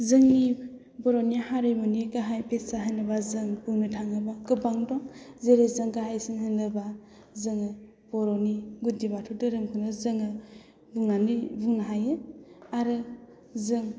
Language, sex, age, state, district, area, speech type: Bodo, female, 30-45, Assam, Udalguri, rural, spontaneous